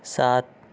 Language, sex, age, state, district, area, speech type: Urdu, male, 30-45, Uttar Pradesh, Lucknow, urban, read